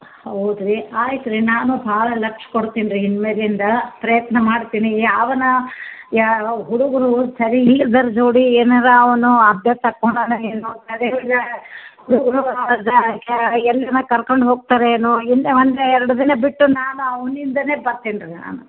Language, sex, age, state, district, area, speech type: Kannada, female, 60+, Karnataka, Gulbarga, urban, conversation